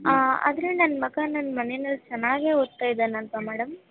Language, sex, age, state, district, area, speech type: Kannada, other, 18-30, Karnataka, Bangalore Urban, urban, conversation